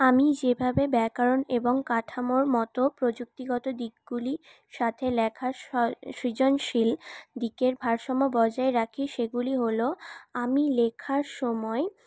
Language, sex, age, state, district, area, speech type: Bengali, female, 18-30, West Bengal, Paschim Bardhaman, urban, spontaneous